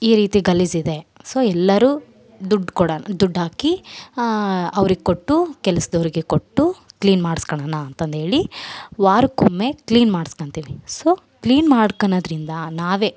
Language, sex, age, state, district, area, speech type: Kannada, female, 18-30, Karnataka, Vijayanagara, rural, spontaneous